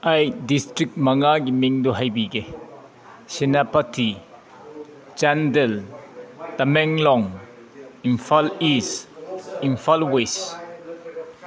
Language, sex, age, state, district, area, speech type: Manipuri, male, 30-45, Manipur, Senapati, urban, spontaneous